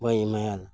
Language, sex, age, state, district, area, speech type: Santali, male, 60+, West Bengal, Paschim Bardhaman, rural, spontaneous